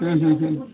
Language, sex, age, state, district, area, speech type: Odia, male, 45-60, Odisha, Gajapati, rural, conversation